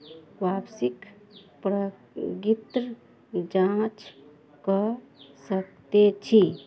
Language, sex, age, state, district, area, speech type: Maithili, female, 30-45, Bihar, Araria, rural, read